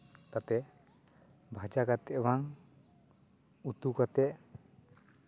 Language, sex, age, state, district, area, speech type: Santali, male, 18-30, West Bengal, Purba Bardhaman, rural, spontaneous